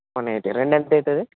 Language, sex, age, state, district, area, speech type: Telugu, male, 18-30, Andhra Pradesh, Anantapur, urban, conversation